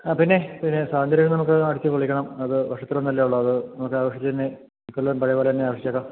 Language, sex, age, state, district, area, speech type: Malayalam, male, 45-60, Kerala, Idukki, rural, conversation